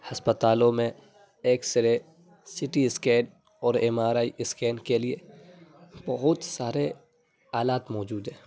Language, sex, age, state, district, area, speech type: Urdu, male, 30-45, Uttar Pradesh, Lucknow, rural, spontaneous